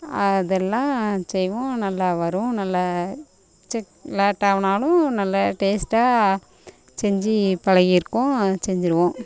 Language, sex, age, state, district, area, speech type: Tamil, female, 30-45, Tamil Nadu, Thoothukudi, rural, spontaneous